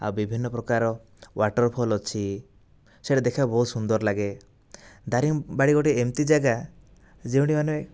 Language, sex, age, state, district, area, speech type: Odia, male, 18-30, Odisha, Kandhamal, rural, spontaneous